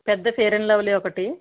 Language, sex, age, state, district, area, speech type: Telugu, female, 60+, Andhra Pradesh, East Godavari, rural, conversation